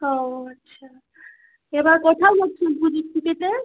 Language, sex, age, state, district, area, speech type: Bengali, female, 18-30, West Bengal, Alipurduar, rural, conversation